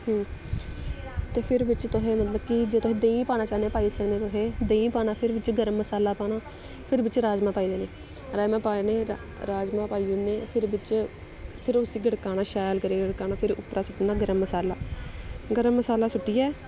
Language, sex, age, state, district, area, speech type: Dogri, female, 18-30, Jammu and Kashmir, Samba, rural, spontaneous